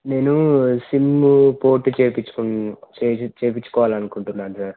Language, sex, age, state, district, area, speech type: Telugu, male, 18-30, Telangana, Hanamkonda, urban, conversation